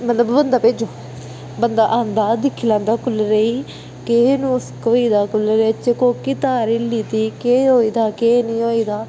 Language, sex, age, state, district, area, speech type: Dogri, female, 18-30, Jammu and Kashmir, Udhampur, urban, spontaneous